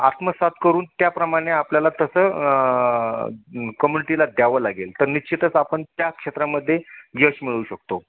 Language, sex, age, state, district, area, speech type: Marathi, male, 30-45, Maharashtra, Yavatmal, rural, conversation